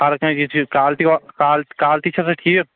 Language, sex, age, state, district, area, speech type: Kashmiri, male, 18-30, Jammu and Kashmir, Shopian, rural, conversation